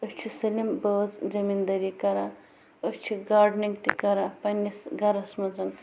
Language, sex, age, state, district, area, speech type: Kashmiri, female, 30-45, Jammu and Kashmir, Bandipora, rural, spontaneous